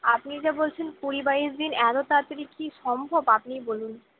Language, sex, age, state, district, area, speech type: Bengali, female, 18-30, West Bengal, Purba Bardhaman, urban, conversation